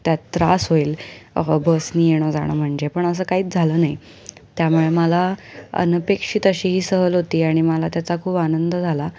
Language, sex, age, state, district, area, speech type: Marathi, female, 18-30, Maharashtra, Pune, urban, spontaneous